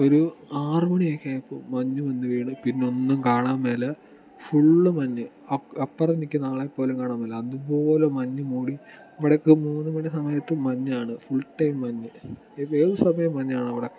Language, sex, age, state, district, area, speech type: Malayalam, male, 18-30, Kerala, Kottayam, rural, spontaneous